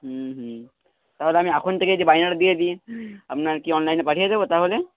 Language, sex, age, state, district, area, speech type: Bengali, male, 45-60, West Bengal, Nadia, rural, conversation